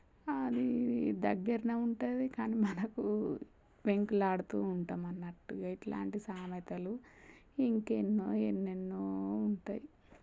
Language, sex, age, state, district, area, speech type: Telugu, female, 30-45, Telangana, Warangal, rural, spontaneous